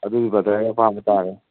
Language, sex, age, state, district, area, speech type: Manipuri, male, 18-30, Manipur, Kangpokpi, urban, conversation